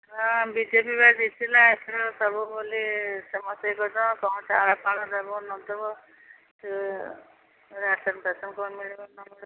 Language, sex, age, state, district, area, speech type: Odia, female, 45-60, Odisha, Sundergarh, rural, conversation